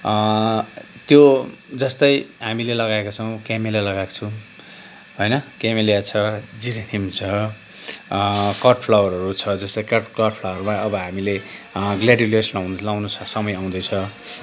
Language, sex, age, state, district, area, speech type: Nepali, male, 45-60, West Bengal, Kalimpong, rural, spontaneous